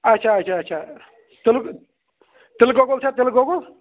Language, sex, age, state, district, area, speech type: Kashmiri, male, 45-60, Jammu and Kashmir, Budgam, rural, conversation